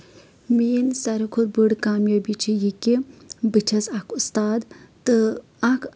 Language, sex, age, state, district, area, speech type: Kashmiri, female, 30-45, Jammu and Kashmir, Shopian, rural, spontaneous